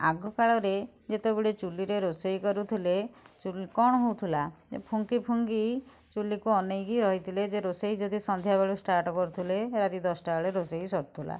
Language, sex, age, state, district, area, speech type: Odia, female, 30-45, Odisha, Kendujhar, urban, spontaneous